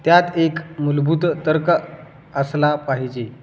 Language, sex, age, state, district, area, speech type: Marathi, male, 18-30, Maharashtra, Hingoli, rural, read